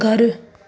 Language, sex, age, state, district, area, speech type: Sindhi, female, 30-45, Gujarat, Surat, urban, read